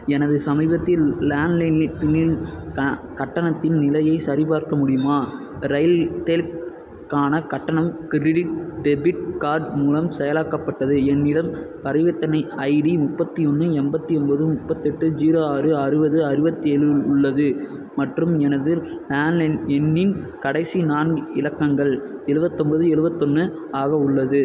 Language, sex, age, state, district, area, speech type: Tamil, male, 18-30, Tamil Nadu, Perambalur, rural, read